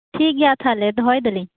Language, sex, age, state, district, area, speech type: Santali, female, 18-30, West Bengal, Birbhum, rural, conversation